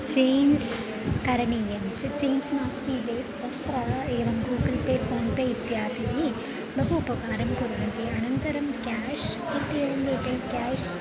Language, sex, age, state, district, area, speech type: Sanskrit, female, 18-30, Kerala, Thrissur, urban, spontaneous